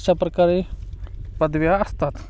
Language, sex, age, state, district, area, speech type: Marathi, male, 18-30, Maharashtra, Hingoli, urban, spontaneous